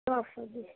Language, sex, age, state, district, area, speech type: Maithili, female, 30-45, Bihar, Madhepura, rural, conversation